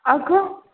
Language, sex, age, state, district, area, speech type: Marathi, female, 60+, Maharashtra, Mumbai Suburban, urban, conversation